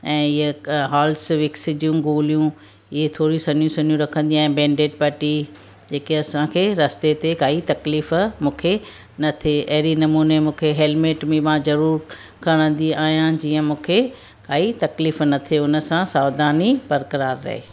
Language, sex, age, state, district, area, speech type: Sindhi, female, 45-60, Maharashtra, Thane, urban, spontaneous